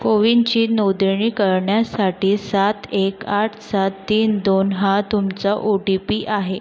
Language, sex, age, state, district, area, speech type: Marathi, female, 30-45, Maharashtra, Nagpur, urban, read